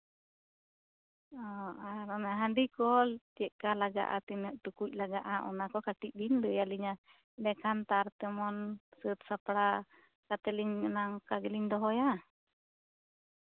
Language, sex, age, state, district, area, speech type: Santali, female, 30-45, West Bengal, Bankura, rural, conversation